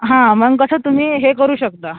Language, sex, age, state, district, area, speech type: Marathi, male, 18-30, Maharashtra, Thane, urban, conversation